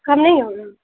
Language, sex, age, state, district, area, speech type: Urdu, female, 18-30, Bihar, Saharsa, rural, conversation